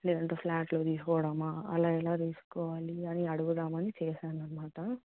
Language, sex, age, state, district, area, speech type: Telugu, female, 18-30, Telangana, Hyderabad, urban, conversation